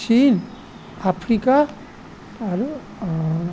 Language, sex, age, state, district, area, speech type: Assamese, male, 60+, Assam, Nalbari, rural, spontaneous